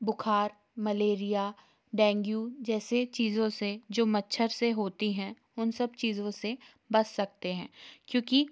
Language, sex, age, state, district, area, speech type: Hindi, female, 30-45, Madhya Pradesh, Jabalpur, urban, spontaneous